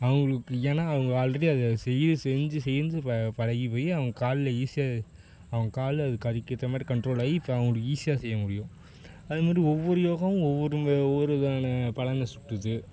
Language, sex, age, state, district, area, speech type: Tamil, male, 18-30, Tamil Nadu, Perambalur, urban, spontaneous